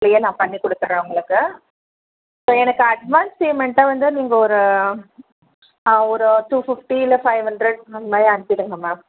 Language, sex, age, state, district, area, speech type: Tamil, female, 30-45, Tamil Nadu, Tiruvallur, urban, conversation